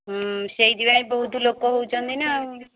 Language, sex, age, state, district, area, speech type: Odia, female, 45-60, Odisha, Angul, rural, conversation